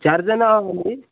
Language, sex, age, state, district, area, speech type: Marathi, male, 18-30, Maharashtra, Hingoli, urban, conversation